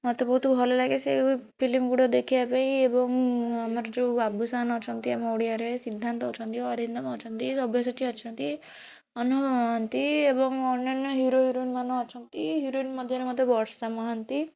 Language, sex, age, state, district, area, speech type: Odia, female, 18-30, Odisha, Bhadrak, rural, spontaneous